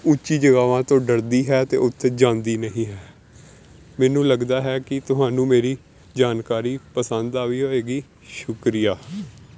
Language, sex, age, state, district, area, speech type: Punjabi, male, 18-30, Punjab, Pathankot, urban, spontaneous